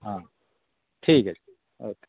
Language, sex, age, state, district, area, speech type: Dogri, male, 45-60, Jammu and Kashmir, Kathua, urban, conversation